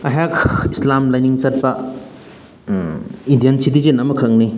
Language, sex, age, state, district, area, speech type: Manipuri, male, 30-45, Manipur, Thoubal, rural, spontaneous